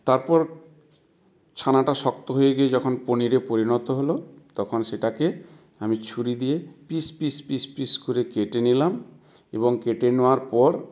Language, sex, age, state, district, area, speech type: Bengali, male, 60+, West Bengal, South 24 Parganas, rural, spontaneous